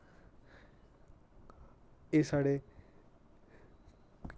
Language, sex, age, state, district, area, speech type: Dogri, male, 18-30, Jammu and Kashmir, Kathua, rural, spontaneous